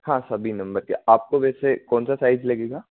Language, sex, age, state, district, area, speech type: Hindi, male, 60+, Madhya Pradesh, Bhopal, urban, conversation